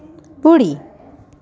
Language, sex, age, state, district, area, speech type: Sindhi, female, 30-45, Maharashtra, Thane, urban, read